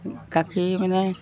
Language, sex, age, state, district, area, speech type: Assamese, female, 60+, Assam, Golaghat, rural, spontaneous